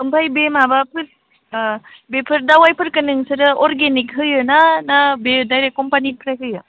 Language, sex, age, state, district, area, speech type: Bodo, female, 18-30, Assam, Udalguri, rural, conversation